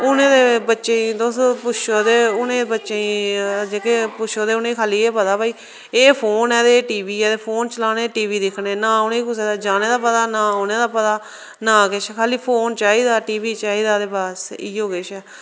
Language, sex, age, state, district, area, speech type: Dogri, female, 30-45, Jammu and Kashmir, Reasi, rural, spontaneous